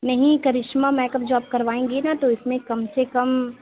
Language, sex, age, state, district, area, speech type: Urdu, female, 60+, Uttar Pradesh, Lucknow, urban, conversation